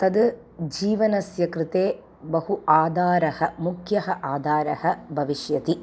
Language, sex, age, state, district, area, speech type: Sanskrit, female, 30-45, Tamil Nadu, Chennai, urban, spontaneous